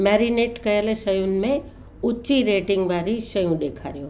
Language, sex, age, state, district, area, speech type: Sindhi, female, 60+, Uttar Pradesh, Lucknow, urban, read